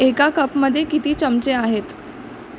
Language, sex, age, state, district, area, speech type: Marathi, female, 18-30, Maharashtra, Mumbai Suburban, urban, read